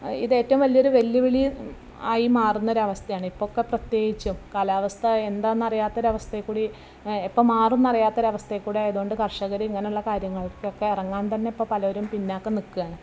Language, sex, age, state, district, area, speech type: Malayalam, female, 45-60, Kerala, Malappuram, rural, spontaneous